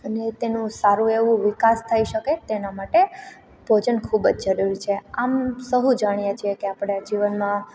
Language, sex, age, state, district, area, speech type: Gujarati, female, 18-30, Gujarat, Amreli, rural, spontaneous